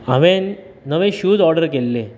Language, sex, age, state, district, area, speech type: Goan Konkani, male, 30-45, Goa, Bardez, rural, spontaneous